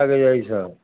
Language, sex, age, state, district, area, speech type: Maithili, male, 60+, Bihar, Madhepura, rural, conversation